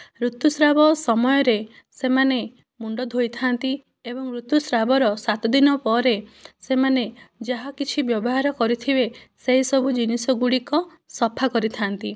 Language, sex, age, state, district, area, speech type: Odia, female, 60+, Odisha, Kandhamal, rural, spontaneous